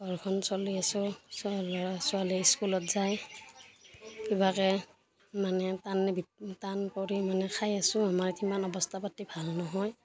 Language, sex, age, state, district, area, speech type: Assamese, female, 30-45, Assam, Barpeta, rural, spontaneous